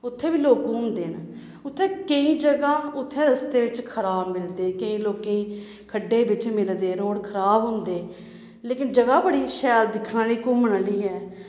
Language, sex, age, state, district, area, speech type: Dogri, female, 30-45, Jammu and Kashmir, Samba, rural, spontaneous